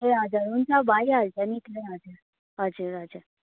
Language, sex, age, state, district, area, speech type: Nepali, female, 18-30, West Bengal, Darjeeling, rural, conversation